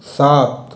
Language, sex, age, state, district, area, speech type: Hindi, male, 30-45, Rajasthan, Jaipur, rural, read